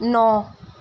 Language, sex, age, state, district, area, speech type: Punjabi, female, 18-30, Punjab, Mansa, rural, read